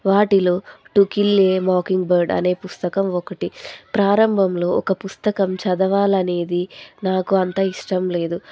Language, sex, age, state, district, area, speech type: Telugu, female, 18-30, Andhra Pradesh, Anantapur, rural, spontaneous